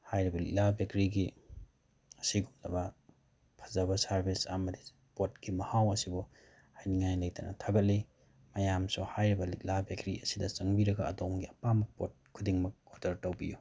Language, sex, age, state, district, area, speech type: Manipuri, male, 30-45, Manipur, Bishnupur, rural, spontaneous